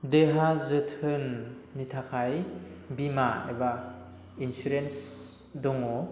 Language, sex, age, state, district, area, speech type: Bodo, male, 18-30, Assam, Udalguri, rural, spontaneous